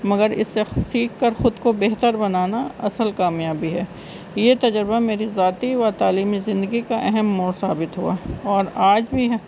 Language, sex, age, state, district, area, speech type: Urdu, female, 45-60, Uttar Pradesh, Rampur, urban, spontaneous